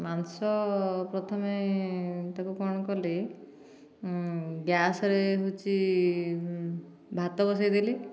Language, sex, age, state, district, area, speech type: Odia, female, 45-60, Odisha, Dhenkanal, rural, spontaneous